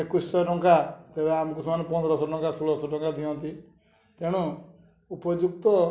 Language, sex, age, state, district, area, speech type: Odia, male, 45-60, Odisha, Mayurbhanj, rural, spontaneous